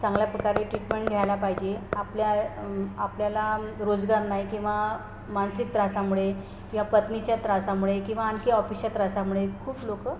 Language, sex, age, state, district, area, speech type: Marathi, female, 30-45, Maharashtra, Nagpur, urban, spontaneous